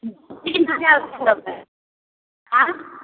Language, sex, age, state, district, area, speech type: Maithili, female, 18-30, Bihar, Samastipur, urban, conversation